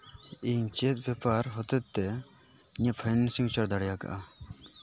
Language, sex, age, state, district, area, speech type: Santali, male, 18-30, West Bengal, Purulia, rural, read